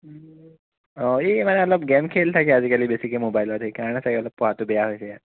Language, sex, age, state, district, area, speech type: Assamese, male, 30-45, Assam, Sonitpur, rural, conversation